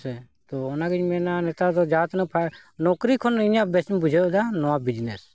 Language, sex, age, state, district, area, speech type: Santali, male, 45-60, Jharkhand, Bokaro, rural, spontaneous